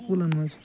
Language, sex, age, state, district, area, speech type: Kashmiri, male, 30-45, Jammu and Kashmir, Ganderbal, urban, spontaneous